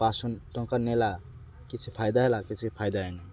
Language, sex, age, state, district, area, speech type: Odia, male, 18-30, Odisha, Malkangiri, urban, spontaneous